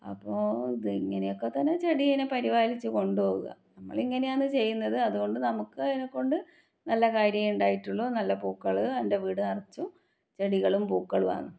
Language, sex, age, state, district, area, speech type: Malayalam, female, 30-45, Kerala, Kannur, rural, spontaneous